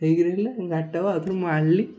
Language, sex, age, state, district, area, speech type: Odia, male, 18-30, Odisha, Ganjam, urban, spontaneous